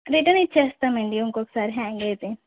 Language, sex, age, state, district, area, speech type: Telugu, female, 30-45, Andhra Pradesh, West Godavari, rural, conversation